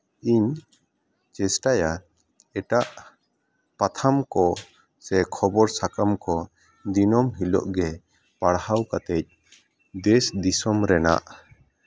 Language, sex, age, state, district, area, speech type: Santali, male, 30-45, West Bengal, Paschim Bardhaman, urban, spontaneous